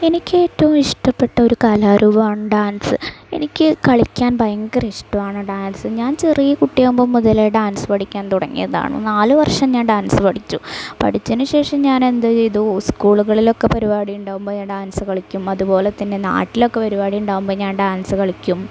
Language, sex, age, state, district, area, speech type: Malayalam, female, 30-45, Kerala, Malappuram, rural, spontaneous